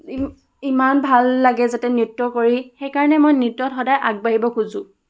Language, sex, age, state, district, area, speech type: Assamese, female, 18-30, Assam, Charaideo, urban, spontaneous